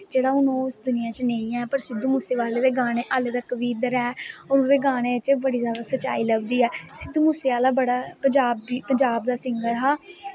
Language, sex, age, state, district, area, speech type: Dogri, female, 18-30, Jammu and Kashmir, Kathua, rural, spontaneous